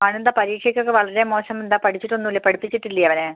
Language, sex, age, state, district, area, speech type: Malayalam, female, 18-30, Kerala, Kozhikode, urban, conversation